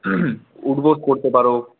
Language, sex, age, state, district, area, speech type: Bengali, male, 60+, West Bengal, Purulia, urban, conversation